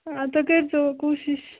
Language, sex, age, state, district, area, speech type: Kashmiri, female, 30-45, Jammu and Kashmir, Budgam, rural, conversation